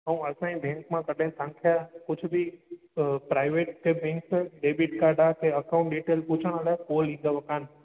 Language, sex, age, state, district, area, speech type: Sindhi, male, 18-30, Gujarat, Junagadh, urban, conversation